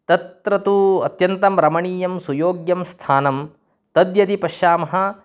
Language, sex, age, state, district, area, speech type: Sanskrit, male, 30-45, Karnataka, Uttara Kannada, rural, spontaneous